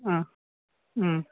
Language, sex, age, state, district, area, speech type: Malayalam, female, 60+, Kerala, Thiruvananthapuram, urban, conversation